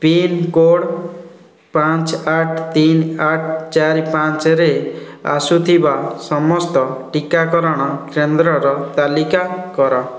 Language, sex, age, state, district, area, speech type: Odia, male, 18-30, Odisha, Kendrapara, urban, read